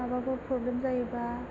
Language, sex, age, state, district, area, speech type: Bodo, female, 18-30, Assam, Chirang, rural, spontaneous